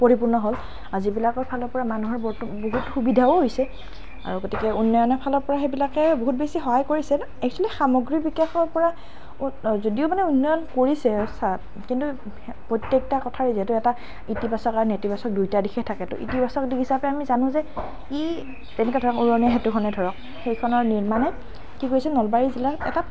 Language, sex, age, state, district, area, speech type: Assamese, female, 18-30, Assam, Nalbari, rural, spontaneous